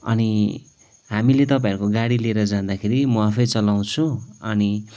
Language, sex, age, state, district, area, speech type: Nepali, male, 45-60, West Bengal, Kalimpong, rural, spontaneous